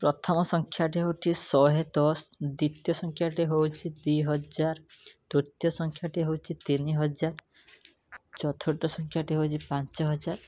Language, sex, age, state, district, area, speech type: Odia, male, 18-30, Odisha, Rayagada, rural, spontaneous